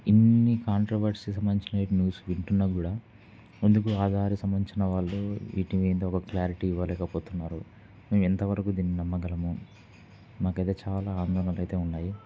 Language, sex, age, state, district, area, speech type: Telugu, male, 18-30, Andhra Pradesh, Kurnool, urban, spontaneous